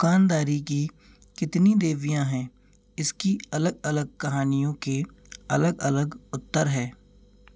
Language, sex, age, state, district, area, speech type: Hindi, male, 18-30, Madhya Pradesh, Seoni, urban, read